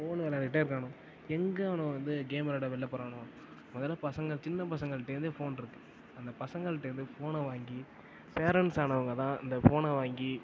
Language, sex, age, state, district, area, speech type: Tamil, male, 18-30, Tamil Nadu, Mayiladuthurai, urban, spontaneous